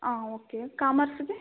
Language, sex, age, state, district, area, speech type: Kannada, female, 18-30, Karnataka, Bangalore Rural, rural, conversation